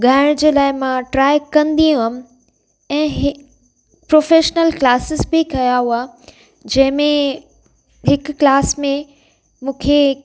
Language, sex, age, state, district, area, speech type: Sindhi, female, 30-45, Gujarat, Kutch, urban, spontaneous